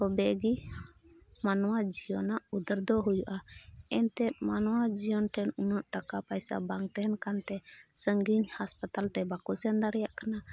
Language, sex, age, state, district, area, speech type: Santali, female, 30-45, Jharkhand, Pakur, rural, spontaneous